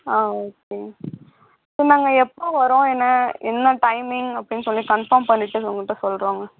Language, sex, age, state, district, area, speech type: Tamil, female, 18-30, Tamil Nadu, Ariyalur, rural, conversation